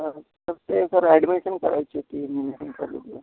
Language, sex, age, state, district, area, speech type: Marathi, male, 30-45, Maharashtra, Washim, urban, conversation